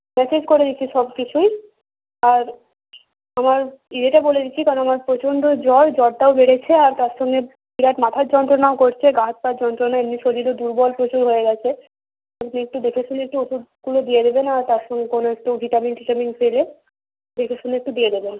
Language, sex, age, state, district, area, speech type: Bengali, female, 18-30, West Bengal, Hooghly, urban, conversation